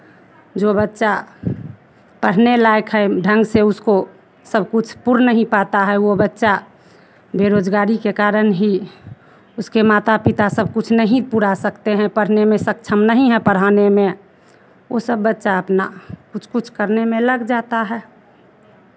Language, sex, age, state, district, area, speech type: Hindi, female, 60+, Bihar, Begusarai, rural, spontaneous